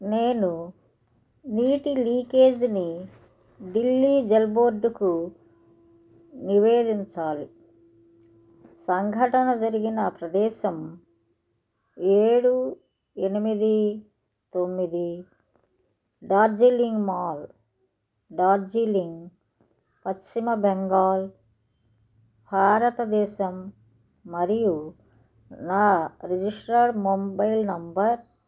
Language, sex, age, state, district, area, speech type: Telugu, female, 60+, Andhra Pradesh, Krishna, rural, read